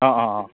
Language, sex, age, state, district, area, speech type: Assamese, male, 45-60, Assam, Goalpara, urban, conversation